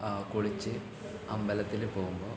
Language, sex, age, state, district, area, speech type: Malayalam, male, 18-30, Kerala, Kannur, rural, spontaneous